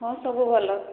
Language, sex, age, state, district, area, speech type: Odia, female, 30-45, Odisha, Sambalpur, rural, conversation